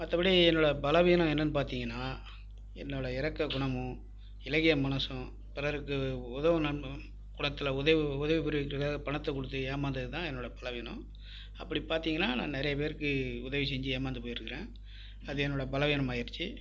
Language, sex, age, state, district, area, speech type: Tamil, male, 60+, Tamil Nadu, Viluppuram, rural, spontaneous